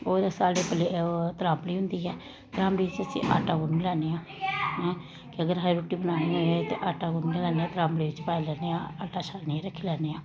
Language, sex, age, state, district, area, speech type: Dogri, female, 30-45, Jammu and Kashmir, Samba, urban, spontaneous